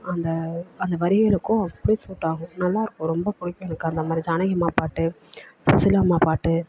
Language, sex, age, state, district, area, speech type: Tamil, female, 45-60, Tamil Nadu, Perambalur, rural, spontaneous